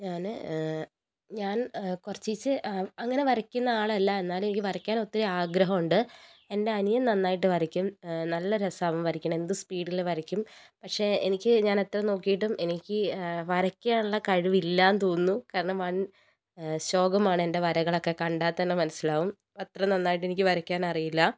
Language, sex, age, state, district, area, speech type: Malayalam, female, 60+, Kerala, Wayanad, rural, spontaneous